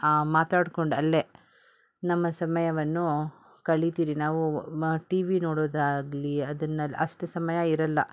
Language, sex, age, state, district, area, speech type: Kannada, female, 60+, Karnataka, Bangalore Urban, rural, spontaneous